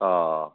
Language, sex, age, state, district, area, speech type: Sindhi, male, 45-60, Maharashtra, Thane, urban, conversation